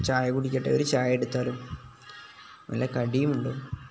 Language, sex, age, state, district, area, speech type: Malayalam, male, 18-30, Kerala, Kozhikode, rural, spontaneous